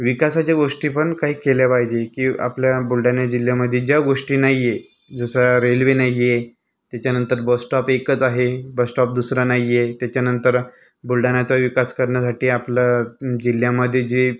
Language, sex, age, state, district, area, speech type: Marathi, male, 30-45, Maharashtra, Buldhana, urban, spontaneous